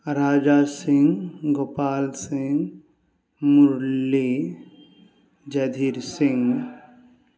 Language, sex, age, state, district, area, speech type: Maithili, female, 18-30, Bihar, Sitamarhi, rural, spontaneous